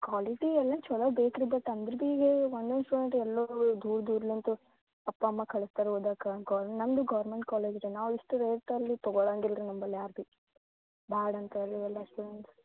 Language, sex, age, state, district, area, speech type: Kannada, female, 18-30, Karnataka, Gulbarga, urban, conversation